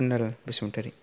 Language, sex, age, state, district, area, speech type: Bodo, male, 18-30, Assam, Kokrajhar, rural, spontaneous